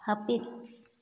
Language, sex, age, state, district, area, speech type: Santali, female, 30-45, Jharkhand, Seraikela Kharsawan, rural, read